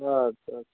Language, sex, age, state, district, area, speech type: Kashmiri, male, 18-30, Jammu and Kashmir, Budgam, rural, conversation